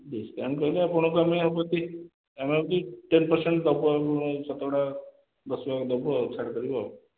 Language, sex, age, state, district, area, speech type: Odia, male, 30-45, Odisha, Khordha, rural, conversation